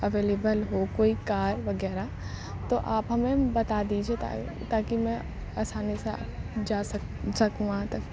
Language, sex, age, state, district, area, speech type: Urdu, female, 18-30, Uttar Pradesh, Aligarh, urban, spontaneous